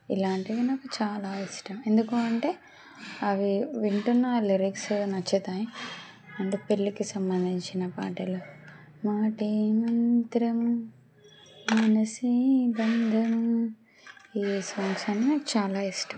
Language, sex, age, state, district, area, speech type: Telugu, female, 30-45, Telangana, Medchal, urban, spontaneous